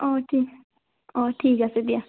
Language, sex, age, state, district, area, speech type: Assamese, female, 18-30, Assam, Biswanath, rural, conversation